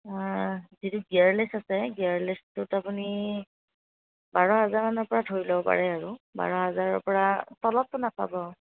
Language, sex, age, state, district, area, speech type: Assamese, female, 30-45, Assam, Darrang, rural, conversation